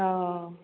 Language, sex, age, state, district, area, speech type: Bodo, female, 18-30, Assam, Baksa, rural, conversation